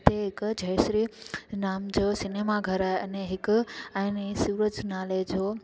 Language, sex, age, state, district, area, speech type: Sindhi, female, 18-30, Gujarat, Junagadh, urban, spontaneous